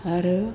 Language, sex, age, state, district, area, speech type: Bodo, female, 60+, Assam, Chirang, rural, spontaneous